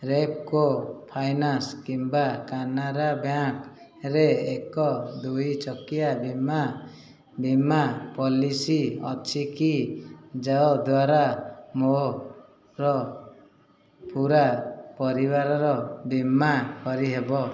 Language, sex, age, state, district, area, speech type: Odia, male, 30-45, Odisha, Khordha, rural, read